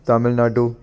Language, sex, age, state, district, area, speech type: Punjabi, male, 18-30, Punjab, Ludhiana, urban, spontaneous